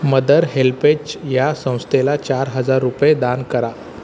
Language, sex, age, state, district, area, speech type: Marathi, male, 30-45, Maharashtra, Thane, urban, read